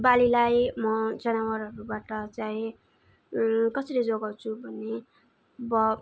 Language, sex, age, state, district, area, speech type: Nepali, female, 18-30, West Bengal, Darjeeling, rural, spontaneous